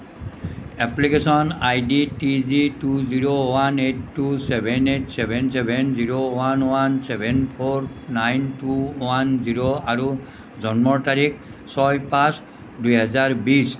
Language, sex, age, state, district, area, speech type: Assamese, male, 60+, Assam, Nalbari, rural, read